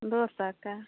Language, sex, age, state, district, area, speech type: Hindi, female, 30-45, Bihar, Samastipur, rural, conversation